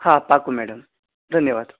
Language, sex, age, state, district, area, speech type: Gujarati, male, 18-30, Gujarat, Anand, urban, conversation